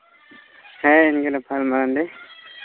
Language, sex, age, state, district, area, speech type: Santali, male, 18-30, Jharkhand, Pakur, rural, conversation